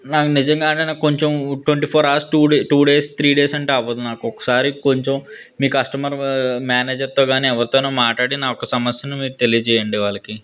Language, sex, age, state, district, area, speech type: Telugu, male, 18-30, Andhra Pradesh, Vizianagaram, urban, spontaneous